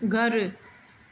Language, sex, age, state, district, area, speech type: Sindhi, female, 30-45, Maharashtra, Thane, urban, read